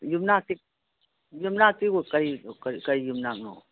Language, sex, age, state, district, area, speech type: Manipuri, female, 60+, Manipur, Imphal East, rural, conversation